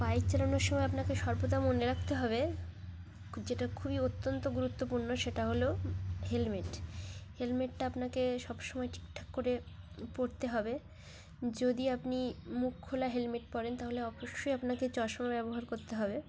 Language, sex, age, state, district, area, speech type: Bengali, female, 30-45, West Bengal, Dakshin Dinajpur, urban, spontaneous